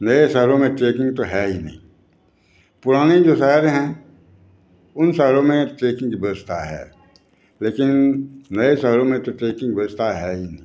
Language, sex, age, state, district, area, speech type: Hindi, male, 60+, Bihar, Begusarai, rural, spontaneous